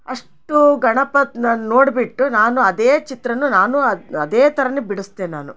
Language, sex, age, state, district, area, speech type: Kannada, female, 60+, Karnataka, Chitradurga, rural, spontaneous